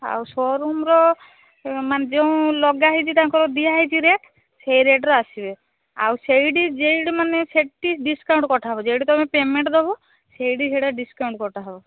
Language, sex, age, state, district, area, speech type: Odia, female, 18-30, Odisha, Balasore, rural, conversation